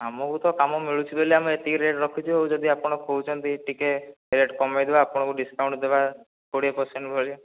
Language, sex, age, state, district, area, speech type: Odia, male, 18-30, Odisha, Jajpur, rural, conversation